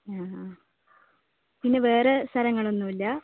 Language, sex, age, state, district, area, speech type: Malayalam, female, 18-30, Kerala, Kannur, rural, conversation